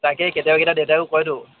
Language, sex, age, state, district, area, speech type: Assamese, male, 18-30, Assam, Dibrugarh, urban, conversation